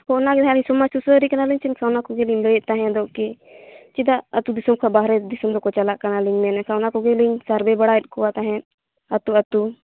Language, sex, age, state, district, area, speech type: Santali, female, 18-30, Jharkhand, Seraikela Kharsawan, rural, conversation